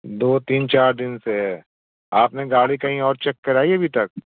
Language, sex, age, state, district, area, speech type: Hindi, male, 45-60, Uttar Pradesh, Prayagraj, urban, conversation